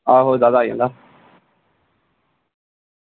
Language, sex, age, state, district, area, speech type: Dogri, male, 18-30, Jammu and Kashmir, Reasi, rural, conversation